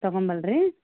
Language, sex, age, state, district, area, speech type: Kannada, female, 30-45, Karnataka, Gulbarga, urban, conversation